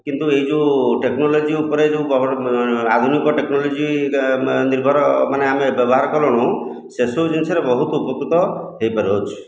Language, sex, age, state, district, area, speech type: Odia, male, 45-60, Odisha, Khordha, rural, spontaneous